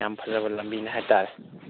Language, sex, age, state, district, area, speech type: Manipuri, male, 18-30, Manipur, Senapati, rural, conversation